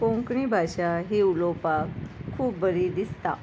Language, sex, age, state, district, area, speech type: Goan Konkani, female, 30-45, Goa, Ponda, rural, spontaneous